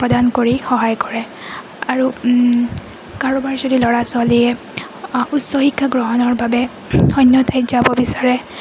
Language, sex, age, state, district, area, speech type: Assamese, female, 30-45, Assam, Goalpara, urban, spontaneous